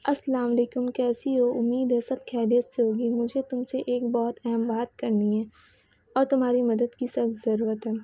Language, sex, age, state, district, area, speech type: Urdu, female, 18-30, West Bengal, Kolkata, urban, spontaneous